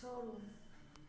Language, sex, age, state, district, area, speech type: Maithili, female, 30-45, Bihar, Samastipur, urban, read